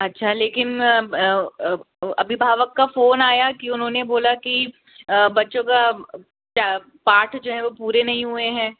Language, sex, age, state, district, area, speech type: Hindi, female, 60+, Rajasthan, Jaipur, urban, conversation